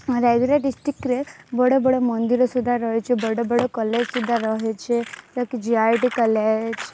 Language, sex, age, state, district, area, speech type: Odia, female, 18-30, Odisha, Rayagada, rural, spontaneous